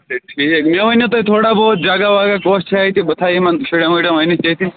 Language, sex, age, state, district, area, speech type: Kashmiri, male, 30-45, Jammu and Kashmir, Bandipora, rural, conversation